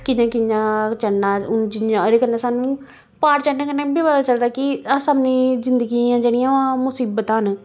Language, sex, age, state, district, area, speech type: Dogri, female, 30-45, Jammu and Kashmir, Jammu, urban, spontaneous